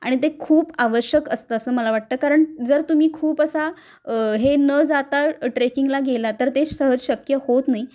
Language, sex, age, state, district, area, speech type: Marathi, female, 30-45, Maharashtra, Kolhapur, urban, spontaneous